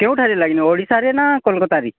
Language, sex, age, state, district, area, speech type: Odia, male, 45-60, Odisha, Nuapada, urban, conversation